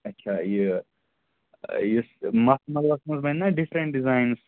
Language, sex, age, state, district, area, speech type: Kashmiri, male, 30-45, Jammu and Kashmir, Kulgam, rural, conversation